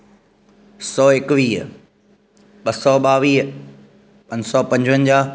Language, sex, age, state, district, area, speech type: Sindhi, male, 30-45, Maharashtra, Thane, urban, spontaneous